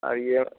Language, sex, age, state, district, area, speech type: Bengali, male, 45-60, West Bengal, Hooghly, urban, conversation